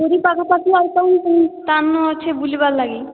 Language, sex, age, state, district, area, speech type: Odia, female, 60+, Odisha, Boudh, rural, conversation